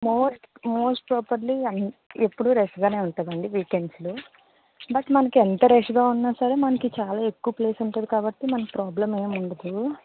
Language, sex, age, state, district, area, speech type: Telugu, female, 18-30, Telangana, Mancherial, rural, conversation